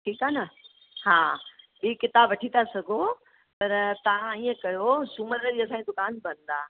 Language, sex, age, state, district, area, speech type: Sindhi, female, 60+, Delhi, South Delhi, urban, conversation